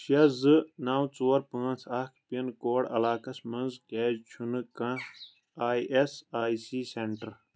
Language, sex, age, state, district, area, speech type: Kashmiri, male, 18-30, Jammu and Kashmir, Kulgam, rural, read